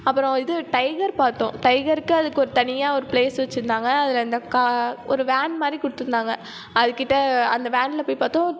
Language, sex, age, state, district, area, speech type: Tamil, female, 30-45, Tamil Nadu, Ariyalur, rural, spontaneous